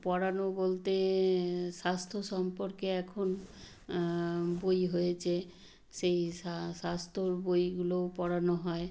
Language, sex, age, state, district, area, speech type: Bengali, female, 60+, West Bengal, South 24 Parganas, rural, spontaneous